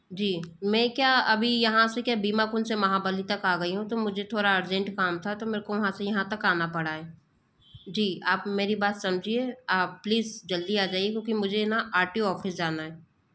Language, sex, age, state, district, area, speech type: Hindi, female, 30-45, Madhya Pradesh, Bhopal, urban, spontaneous